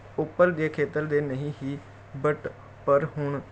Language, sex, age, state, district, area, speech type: Punjabi, male, 30-45, Punjab, Jalandhar, urban, spontaneous